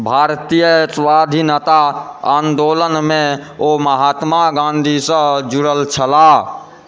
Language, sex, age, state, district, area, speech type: Maithili, male, 18-30, Bihar, Supaul, rural, read